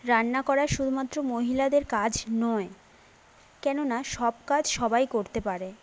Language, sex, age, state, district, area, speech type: Bengali, female, 30-45, West Bengal, Jhargram, rural, spontaneous